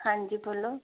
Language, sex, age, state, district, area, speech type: Punjabi, female, 30-45, Punjab, Firozpur, urban, conversation